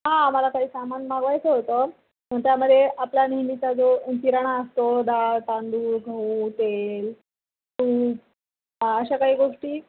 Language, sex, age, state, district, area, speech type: Marathi, female, 30-45, Maharashtra, Nanded, rural, conversation